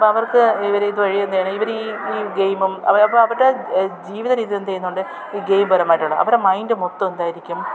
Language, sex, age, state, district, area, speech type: Malayalam, female, 30-45, Kerala, Thiruvananthapuram, urban, spontaneous